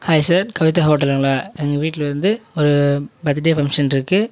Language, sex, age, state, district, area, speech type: Tamil, male, 18-30, Tamil Nadu, Kallakurichi, rural, spontaneous